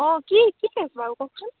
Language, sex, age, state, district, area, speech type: Assamese, female, 18-30, Assam, Dibrugarh, rural, conversation